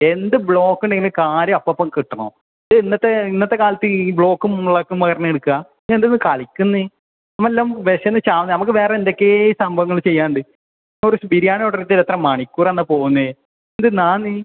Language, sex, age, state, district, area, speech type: Malayalam, male, 18-30, Kerala, Kozhikode, urban, conversation